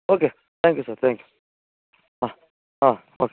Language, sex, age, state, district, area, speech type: Kannada, male, 18-30, Karnataka, Shimoga, rural, conversation